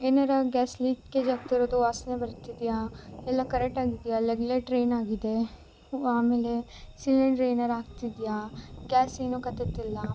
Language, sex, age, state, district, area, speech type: Kannada, female, 18-30, Karnataka, Chikkamagaluru, rural, spontaneous